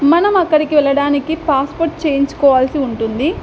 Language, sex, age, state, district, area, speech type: Telugu, female, 18-30, Andhra Pradesh, Nandyal, urban, spontaneous